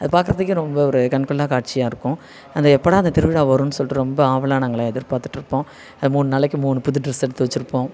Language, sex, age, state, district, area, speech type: Tamil, female, 45-60, Tamil Nadu, Thanjavur, rural, spontaneous